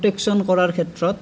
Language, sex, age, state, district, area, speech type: Assamese, male, 18-30, Assam, Nalbari, rural, spontaneous